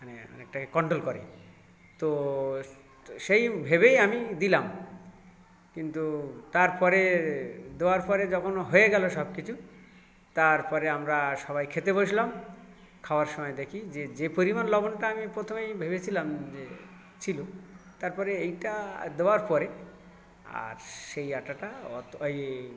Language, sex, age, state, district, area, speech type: Bengali, male, 60+, West Bengal, South 24 Parganas, rural, spontaneous